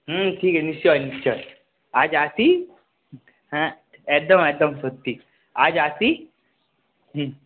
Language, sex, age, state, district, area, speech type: Bengali, male, 18-30, West Bengal, Purulia, rural, conversation